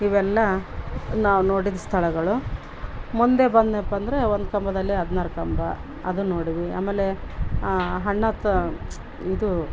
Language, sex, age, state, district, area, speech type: Kannada, female, 45-60, Karnataka, Vijayanagara, rural, spontaneous